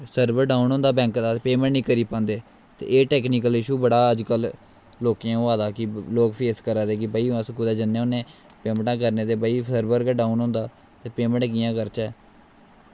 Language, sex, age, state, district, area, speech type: Dogri, male, 18-30, Jammu and Kashmir, Kathua, rural, spontaneous